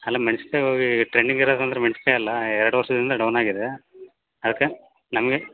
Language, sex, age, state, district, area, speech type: Kannada, male, 30-45, Karnataka, Bellary, rural, conversation